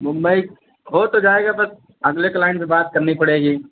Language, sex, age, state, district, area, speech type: Hindi, male, 45-60, Uttar Pradesh, Ayodhya, rural, conversation